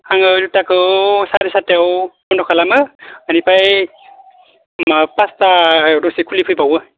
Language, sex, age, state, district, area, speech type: Bodo, male, 18-30, Assam, Baksa, rural, conversation